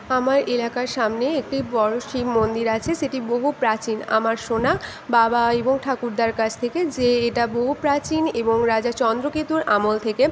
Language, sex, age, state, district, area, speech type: Bengali, female, 18-30, West Bengal, Paschim Medinipur, rural, spontaneous